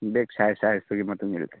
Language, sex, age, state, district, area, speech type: Manipuri, male, 18-30, Manipur, Churachandpur, rural, conversation